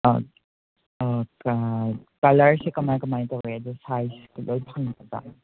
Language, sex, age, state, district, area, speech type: Manipuri, male, 45-60, Manipur, Imphal West, urban, conversation